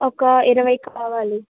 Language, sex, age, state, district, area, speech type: Telugu, female, 18-30, Telangana, Ranga Reddy, rural, conversation